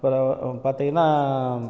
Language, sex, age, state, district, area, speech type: Tamil, male, 45-60, Tamil Nadu, Namakkal, rural, spontaneous